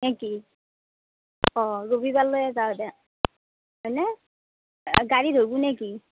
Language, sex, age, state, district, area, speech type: Assamese, female, 30-45, Assam, Darrang, rural, conversation